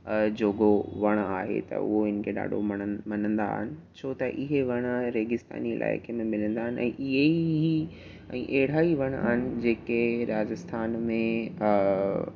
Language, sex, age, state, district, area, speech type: Sindhi, male, 18-30, Rajasthan, Ajmer, urban, spontaneous